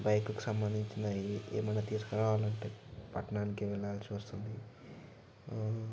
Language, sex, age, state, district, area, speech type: Telugu, male, 18-30, Telangana, Ranga Reddy, urban, spontaneous